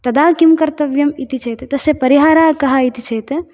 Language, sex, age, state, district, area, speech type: Sanskrit, female, 18-30, Tamil Nadu, Coimbatore, urban, spontaneous